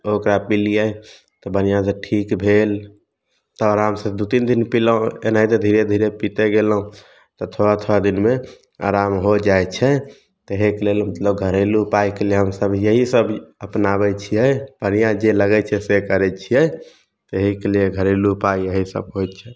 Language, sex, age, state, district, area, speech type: Maithili, male, 18-30, Bihar, Samastipur, rural, spontaneous